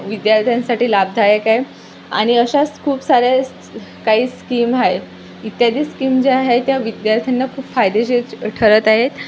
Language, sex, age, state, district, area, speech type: Marathi, female, 18-30, Maharashtra, Amravati, rural, spontaneous